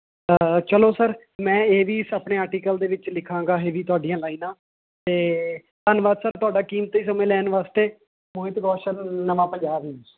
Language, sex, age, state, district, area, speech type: Punjabi, male, 18-30, Punjab, Mohali, urban, conversation